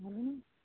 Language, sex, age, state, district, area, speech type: Marathi, female, 30-45, Maharashtra, Washim, rural, conversation